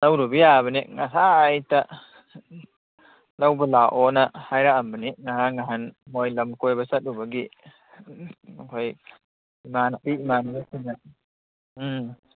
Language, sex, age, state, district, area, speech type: Manipuri, male, 30-45, Manipur, Kakching, rural, conversation